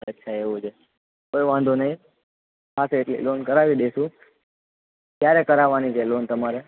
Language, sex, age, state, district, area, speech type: Gujarati, male, 18-30, Gujarat, Junagadh, urban, conversation